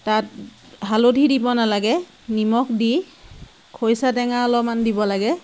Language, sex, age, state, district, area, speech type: Assamese, female, 30-45, Assam, Sivasagar, rural, spontaneous